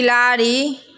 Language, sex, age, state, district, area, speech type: Maithili, female, 60+, Bihar, Sitamarhi, rural, read